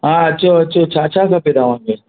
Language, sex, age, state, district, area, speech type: Sindhi, male, 45-60, Maharashtra, Mumbai Suburban, urban, conversation